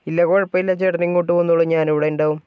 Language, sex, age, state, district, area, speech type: Malayalam, male, 18-30, Kerala, Kozhikode, urban, spontaneous